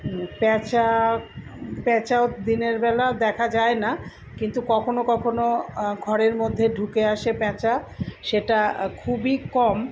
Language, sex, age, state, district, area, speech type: Bengali, female, 60+, West Bengal, Purba Bardhaman, urban, spontaneous